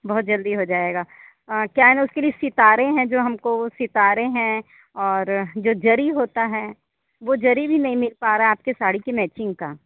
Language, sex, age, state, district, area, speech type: Hindi, female, 30-45, Madhya Pradesh, Katni, urban, conversation